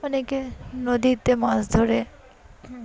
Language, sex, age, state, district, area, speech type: Bengali, female, 18-30, West Bengal, Dakshin Dinajpur, urban, spontaneous